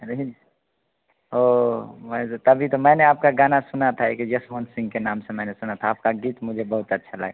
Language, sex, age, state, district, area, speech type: Hindi, male, 30-45, Bihar, Darbhanga, rural, conversation